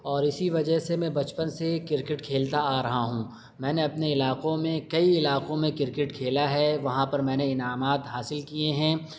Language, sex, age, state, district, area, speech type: Urdu, male, 18-30, Delhi, South Delhi, urban, spontaneous